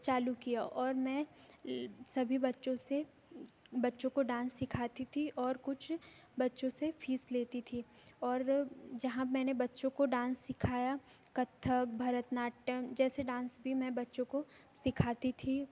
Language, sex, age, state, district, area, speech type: Hindi, female, 18-30, Madhya Pradesh, Betul, urban, spontaneous